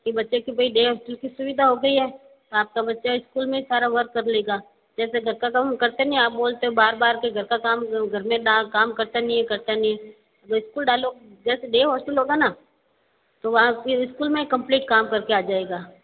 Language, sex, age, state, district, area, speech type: Hindi, female, 60+, Rajasthan, Jodhpur, urban, conversation